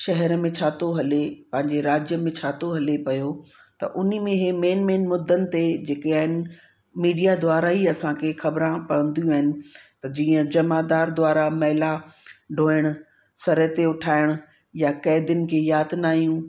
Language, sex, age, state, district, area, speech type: Sindhi, female, 45-60, Uttar Pradesh, Lucknow, urban, spontaneous